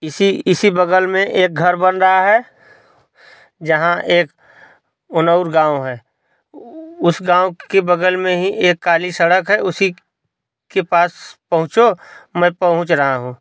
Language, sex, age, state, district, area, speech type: Hindi, male, 45-60, Uttar Pradesh, Prayagraj, rural, spontaneous